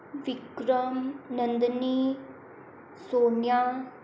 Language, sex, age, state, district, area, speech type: Hindi, female, 45-60, Rajasthan, Jodhpur, urban, spontaneous